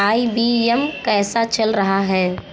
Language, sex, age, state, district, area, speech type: Hindi, female, 18-30, Uttar Pradesh, Mirzapur, rural, read